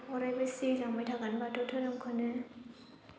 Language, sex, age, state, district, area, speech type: Bodo, female, 18-30, Assam, Baksa, rural, spontaneous